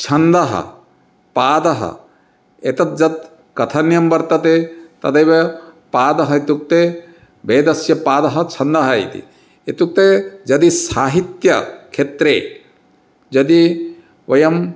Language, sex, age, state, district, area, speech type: Sanskrit, male, 45-60, Odisha, Cuttack, urban, spontaneous